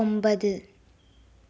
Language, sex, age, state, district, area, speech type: Malayalam, female, 18-30, Kerala, Ernakulam, rural, read